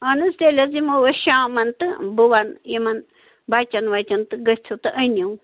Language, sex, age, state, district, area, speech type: Kashmiri, female, 30-45, Jammu and Kashmir, Bandipora, rural, conversation